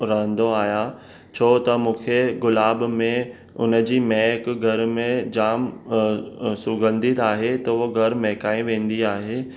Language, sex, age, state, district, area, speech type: Sindhi, male, 18-30, Maharashtra, Mumbai Suburban, urban, spontaneous